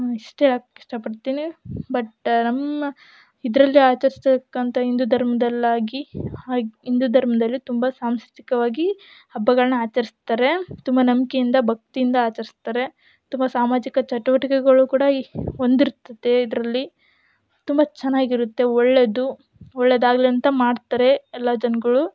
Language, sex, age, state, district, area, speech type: Kannada, female, 18-30, Karnataka, Davanagere, urban, spontaneous